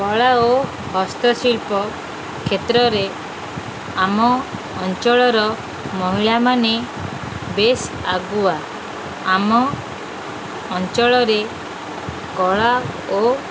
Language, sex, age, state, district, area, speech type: Odia, female, 45-60, Odisha, Sundergarh, urban, spontaneous